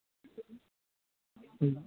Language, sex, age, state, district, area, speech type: Bengali, male, 18-30, West Bengal, Uttar Dinajpur, urban, conversation